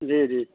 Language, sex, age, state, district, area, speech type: Urdu, male, 18-30, Uttar Pradesh, Saharanpur, urban, conversation